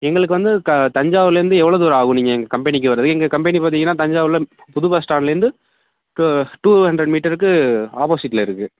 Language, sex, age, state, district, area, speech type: Tamil, male, 18-30, Tamil Nadu, Thanjavur, rural, conversation